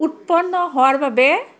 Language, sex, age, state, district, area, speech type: Assamese, female, 45-60, Assam, Barpeta, rural, spontaneous